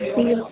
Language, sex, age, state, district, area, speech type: Sanskrit, female, 18-30, Kerala, Palakkad, rural, conversation